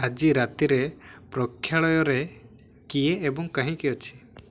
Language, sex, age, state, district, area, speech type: Odia, male, 18-30, Odisha, Mayurbhanj, rural, read